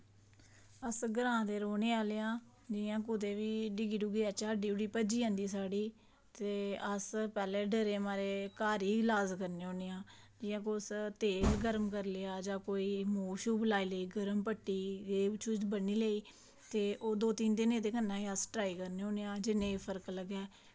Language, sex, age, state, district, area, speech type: Dogri, female, 18-30, Jammu and Kashmir, Samba, rural, spontaneous